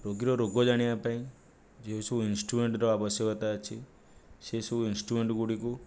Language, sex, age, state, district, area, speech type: Odia, male, 45-60, Odisha, Nayagarh, rural, spontaneous